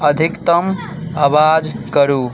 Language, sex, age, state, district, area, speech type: Maithili, male, 18-30, Bihar, Madhubani, rural, read